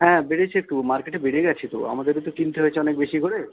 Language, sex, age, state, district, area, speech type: Bengali, male, 45-60, West Bengal, Kolkata, urban, conversation